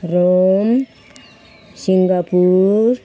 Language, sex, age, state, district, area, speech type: Nepali, female, 60+, West Bengal, Jalpaiguri, rural, spontaneous